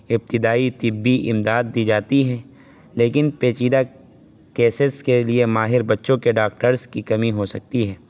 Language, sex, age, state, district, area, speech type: Urdu, male, 18-30, Uttar Pradesh, Saharanpur, urban, spontaneous